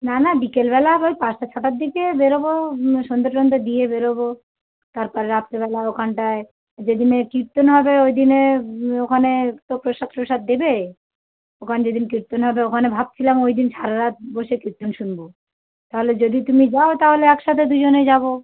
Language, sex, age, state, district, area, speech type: Bengali, female, 45-60, West Bengal, South 24 Parganas, rural, conversation